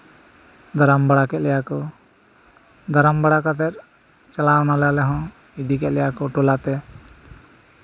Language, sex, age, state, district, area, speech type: Santali, male, 30-45, West Bengal, Birbhum, rural, spontaneous